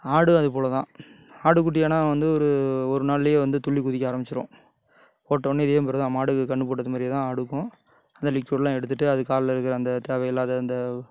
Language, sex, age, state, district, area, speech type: Tamil, male, 30-45, Tamil Nadu, Tiruchirappalli, rural, spontaneous